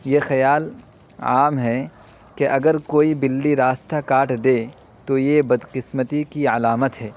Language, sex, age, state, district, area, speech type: Urdu, male, 30-45, Uttar Pradesh, Muzaffarnagar, urban, spontaneous